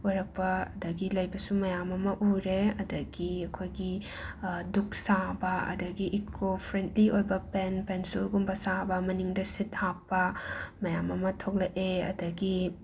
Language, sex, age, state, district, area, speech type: Manipuri, female, 30-45, Manipur, Imphal West, urban, spontaneous